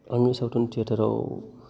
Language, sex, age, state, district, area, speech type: Bodo, male, 30-45, Assam, Kokrajhar, rural, spontaneous